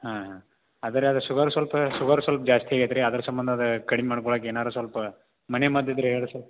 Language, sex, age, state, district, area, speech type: Kannada, male, 30-45, Karnataka, Belgaum, rural, conversation